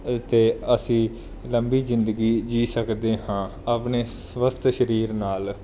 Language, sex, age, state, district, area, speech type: Punjabi, male, 18-30, Punjab, Fazilka, rural, spontaneous